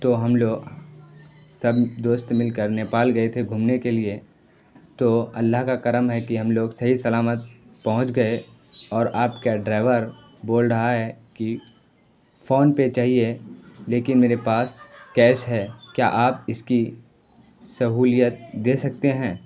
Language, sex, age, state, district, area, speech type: Urdu, male, 18-30, Bihar, Purnia, rural, spontaneous